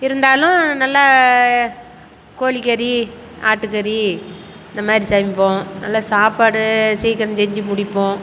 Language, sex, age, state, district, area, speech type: Tamil, female, 60+, Tamil Nadu, Salem, rural, spontaneous